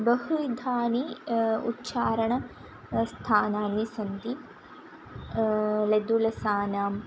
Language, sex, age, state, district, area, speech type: Sanskrit, female, 18-30, Kerala, Thrissur, rural, spontaneous